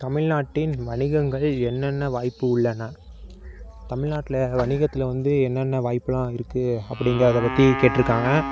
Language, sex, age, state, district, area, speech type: Tamil, male, 18-30, Tamil Nadu, Mayiladuthurai, urban, spontaneous